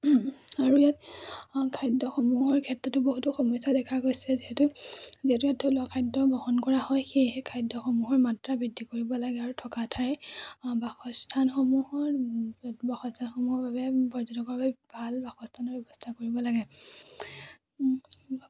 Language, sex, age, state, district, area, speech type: Assamese, female, 18-30, Assam, Majuli, urban, spontaneous